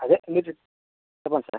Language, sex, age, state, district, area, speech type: Telugu, male, 60+, Andhra Pradesh, Vizianagaram, rural, conversation